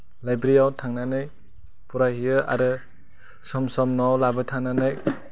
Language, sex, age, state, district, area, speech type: Bodo, male, 18-30, Assam, Kokrajhar, rural, spontaneous